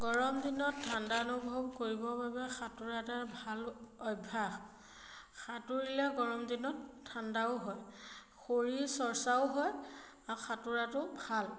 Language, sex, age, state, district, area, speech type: Assamese, female, 30-45, Assam, Majuli, urban, spontaneous